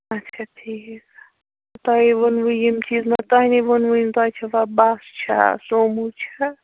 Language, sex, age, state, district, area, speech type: Kashmiri, female, 45-60, Jammu and Kashmir, Srinagar, urban, conversation